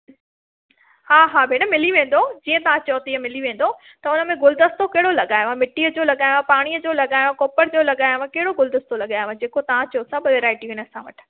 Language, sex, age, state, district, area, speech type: Sindhi, female, 30-45, Madhya Pradesh, Katni, urban, conversation